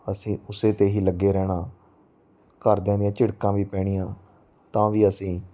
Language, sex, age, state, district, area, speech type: Punjabi, male, 30-45, Punjab, Mansa, rural, spontaneous